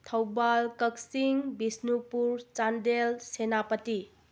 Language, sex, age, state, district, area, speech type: Manipuri, female, 30-45, Manipur, Bishnupur, rural, spontaneous